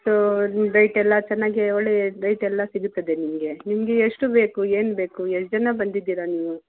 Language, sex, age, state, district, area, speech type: Kannada, female, 45-60, Karnataka, Mysore, urban, conversation